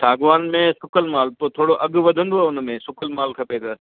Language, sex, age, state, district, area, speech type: Sindhi, male, 60+, Gujarat, Kutch, urban, conversation